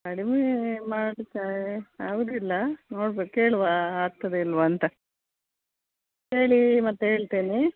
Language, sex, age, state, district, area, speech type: Kannada, female, 60+, Karnataka, Udupi, rural, conversation